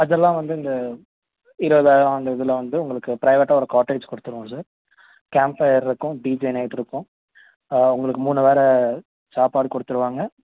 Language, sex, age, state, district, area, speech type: Tamil, male, 18-30, Tamil Nadu, Nilgiris, urban, conversation